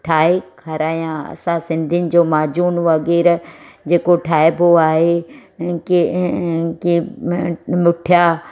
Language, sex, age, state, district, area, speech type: Sindhi, female, 45-60, Gujarat, Surat, urban, spontaneous